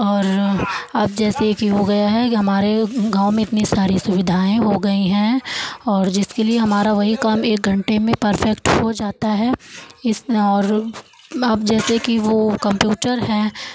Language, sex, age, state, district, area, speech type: Hindi, female, 30-45, Uttar Pradesh, Lucknow, rural, spontaneous